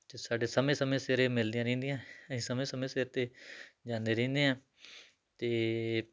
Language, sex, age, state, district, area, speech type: Punjabi, male, 30-45, Punjab, Tarn Taran, rural, spontaneous